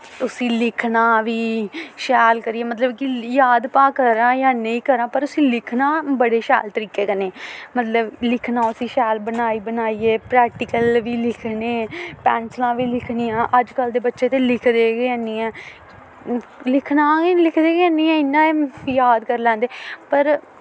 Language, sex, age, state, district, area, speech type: Dogri, female, 18-30, Jammu and Kashmir, Samba, urban, spontaneous